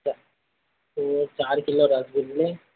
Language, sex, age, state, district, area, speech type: Hindi, male, 30-45, Madhya Pradesh, Harda, urban, conversation